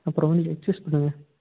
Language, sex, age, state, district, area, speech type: Tamil, male, 18-30, Tamil Nadu, Tiruppur, rural, conversation